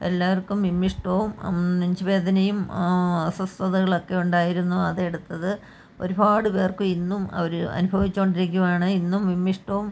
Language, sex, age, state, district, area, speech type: Malayalam, female, 45-60, Kerala, Kollam, rural, spontaneous